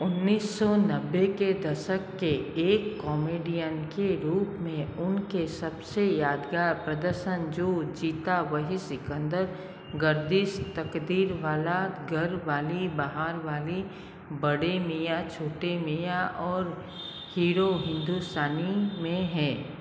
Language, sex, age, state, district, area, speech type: Hindi, female, 45-60, Rajasthan, Jodhpur, urban, read